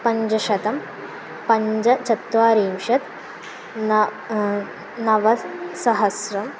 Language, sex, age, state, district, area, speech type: Sanskrit, female, 18-30, Kerala, Kannur, rural, spontaneous